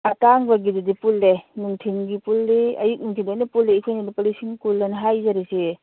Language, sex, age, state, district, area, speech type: Manipuri, female, 45-60, Manipur, Churachandpur, urban, conversation